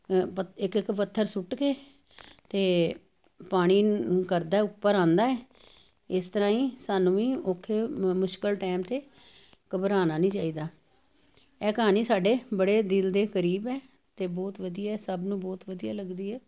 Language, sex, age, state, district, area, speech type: Punjabi, female, 60+, Punjab, Jalandhar, urban, spontaneous